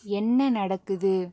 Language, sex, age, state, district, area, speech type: Tamil, female, 18-30, Tamil Nadu, Pudukkottai, rural, read